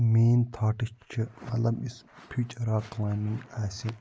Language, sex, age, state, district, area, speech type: Kashmiri, male, 45-60, Jammu and Kashmir, Budgam, urban, spontaneous